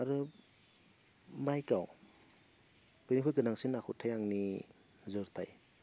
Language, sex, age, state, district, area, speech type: Bodo, male, 30-45, Assam, Goalpara, rural, spontaneous